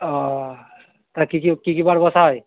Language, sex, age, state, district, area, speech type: Bengali, male, 60+, West Bengal, Purba Bardhaman, rural, conversation